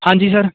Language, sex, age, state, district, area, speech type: Punjabi, male, 18-30, Punjab, Kapurthala, urban, conversation